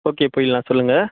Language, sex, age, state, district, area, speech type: Tamil, male, 45-60, Tamil Nadu, Mayiladuthurai, rural, conversation